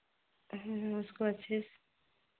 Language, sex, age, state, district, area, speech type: Hindi, female, 30-45, Uttar Pradesh, Chandauli, urban, conversation